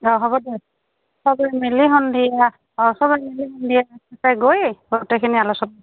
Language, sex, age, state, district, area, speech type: Assamese, female, 45-60, Assam, Goalpara, rural, conversation